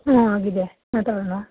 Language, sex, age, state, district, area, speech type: Kannada, female, 30-45, Karnataka, Mandya, rural, conversation